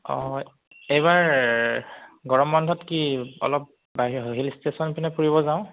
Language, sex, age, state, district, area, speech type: Assamese, male, 30-45, Assam, Goalpara, urban, conversation